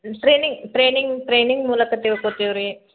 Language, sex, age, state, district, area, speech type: Kannada, female, 60+, Karnataka, Belgaum, urban, conversation